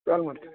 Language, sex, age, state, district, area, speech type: Kannada, male, 60+, Karnataka, Gadag, rural, conversation